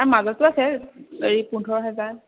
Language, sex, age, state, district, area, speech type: Assamese, female, 18-30, Assam, Sonitpur, rural, conversation